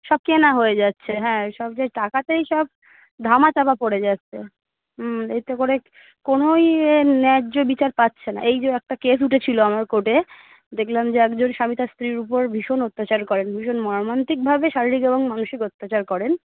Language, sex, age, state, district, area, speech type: Bengali, female, 45-60, West Bengal, Darjeeling, urban, conversation